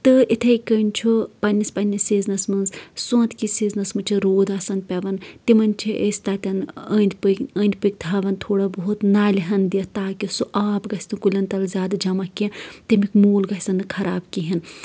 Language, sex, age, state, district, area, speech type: Kashmiri, female, 30-45, Jammu and Kashmir, Shopian, rural, spontaneous